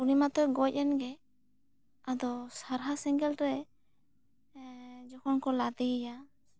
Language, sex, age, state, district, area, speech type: Santali, female, 18-30, West Bengal, Bankura, rural, spontaneous